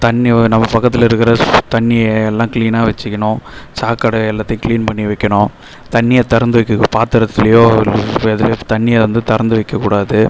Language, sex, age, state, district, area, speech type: Tamil, male, 30-45, Tamil Nadu, Viluppuram, rural, spontaneous